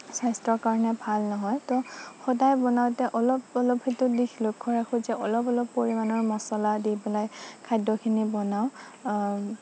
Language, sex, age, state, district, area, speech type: Assamese, female, 30-45, Assam, Nagaon, rural, spontaneous